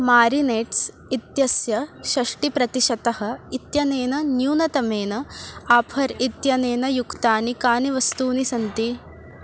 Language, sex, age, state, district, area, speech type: Sanskrit, female, 18-30, Maharashtra, Ahmednagar, urban, read